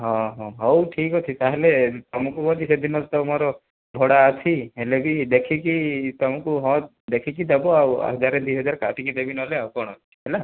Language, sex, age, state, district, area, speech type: Odia, male, 18-30, Odisha, Kandhamal, rural, conversation